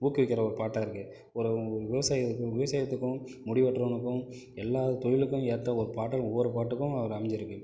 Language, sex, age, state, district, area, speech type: Tamil, male, 45-60, Tamil Nadu, Cuddalore, rural, spontaneous